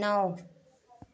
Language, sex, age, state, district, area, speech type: Hindi, female, 18-30, Uttar Pradesh, Azamgarh, rural, read